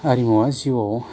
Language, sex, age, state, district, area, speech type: Bodo, male, 30-45, Assam, Udalguri, urban, spontaneous